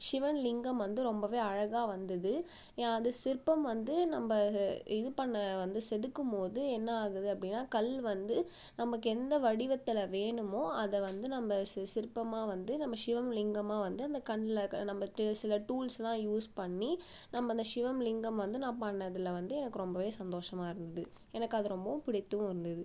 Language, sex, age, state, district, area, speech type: Tamil, female, 18-30, Tamil Nadu, Viluppuram, rural, spontaneous